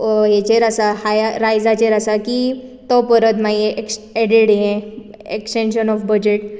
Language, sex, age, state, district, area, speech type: Goan Konkani, female, 18-30, Goa, Bardez, urban, spontaneous